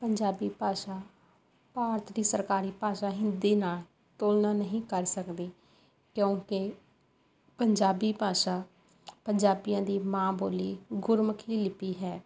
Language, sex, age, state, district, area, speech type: Punjabi, female, 30-45, Punjab, Rupnagar, rural, spontaneous